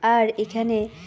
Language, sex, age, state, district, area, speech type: Bengali, female, 18-30, West Bengal, Nadia, rural, spontaneous